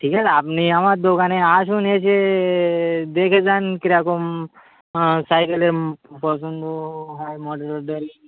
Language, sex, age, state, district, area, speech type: Bengali, male, 18-30, West Bengal, Birbhum, urban, conversation